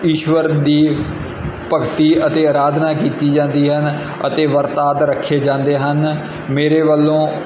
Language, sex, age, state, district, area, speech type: Punjabi, male, 30-45, Punjab, Kapurthala, rural, spontaneous